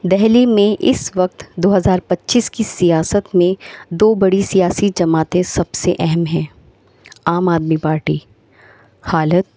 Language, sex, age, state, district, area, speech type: Urdu, female, 30-45, Delhi, North East Delhi, urban, spontaneous